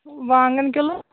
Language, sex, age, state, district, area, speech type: Kashmiri, female, 30-45, Jammu and Kashmir, Kulgam, rural, conversation